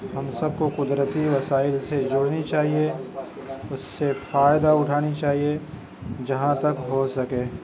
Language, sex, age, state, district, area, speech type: Urdu, male, 30-45, Uttar Pradesh, Gautam Buddha Nagar, urban, spontaneous